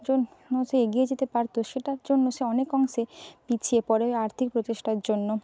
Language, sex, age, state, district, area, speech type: Bengali, female, 30-45, West Bengal, Purba Medinipur, rural, spontaneous